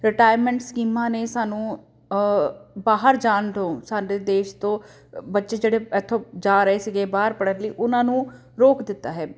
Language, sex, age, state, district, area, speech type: Punjabi, female, 30-45, Punjab, Jalandhar, urban, spontaneous